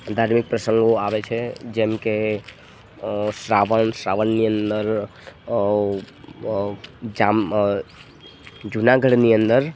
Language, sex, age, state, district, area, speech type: Gujarati, male, 18-30, Gujarat, Narmada, rural, spontaneous